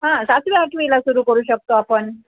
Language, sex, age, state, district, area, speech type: Marathi, female, 45-60, Maharashtra, Nanded, urban, conversation